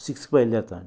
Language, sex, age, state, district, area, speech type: Telugu, male, 45-60, Andhra Pradesh, West Godavari, urban, spontaneous